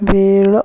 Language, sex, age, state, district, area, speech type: Marathi, male, 30-45, Maharashtra, Nagpur, urban, read